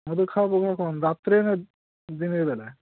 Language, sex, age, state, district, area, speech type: Bengali, male, 45-60, West Bengal, Cooch Behar, urban, conversation